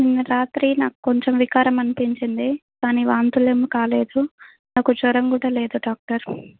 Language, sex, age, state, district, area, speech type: Telugu, female, 18-30, Telangana, Adilabad, rural, conversation